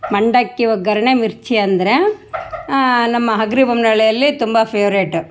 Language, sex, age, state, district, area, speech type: Kannada, female, 45-60, Karnataka, Vijayanagara, rural, spontaneous